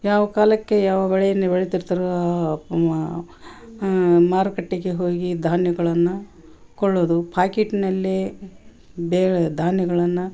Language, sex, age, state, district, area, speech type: Kannada, female, 60+, Karnataka, Koppal, rural, spontaneous